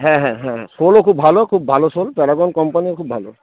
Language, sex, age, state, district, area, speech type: Bengali, male, 30-45, West Bengal, Darjeeling, rural, conversation